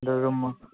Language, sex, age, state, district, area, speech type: Manipuri, male, 30-45, Manipur, Imphal East, rural, conversation